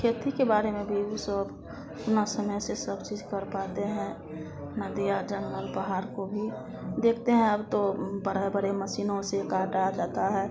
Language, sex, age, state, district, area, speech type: Hindi, female, 30-45, Bihar, Madhepura, rural, spontaneous